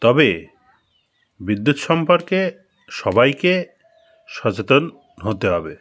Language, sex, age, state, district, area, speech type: Bengali, male, 45-60, West Bengal, Bankura, urban, spontaneous